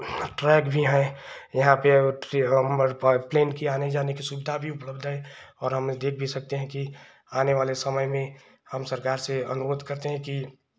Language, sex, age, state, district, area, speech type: Hindi, male, 30-45, Uttar Pradesh, Chandauli, urban, spontaneous